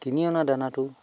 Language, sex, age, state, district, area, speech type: Assamese, male, 45-60, Assam, Sivasagar, rural, spontaneous